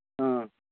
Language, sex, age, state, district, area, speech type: Manipuri, male, 45-60, Manipur, Kangpokpi, urban, conversation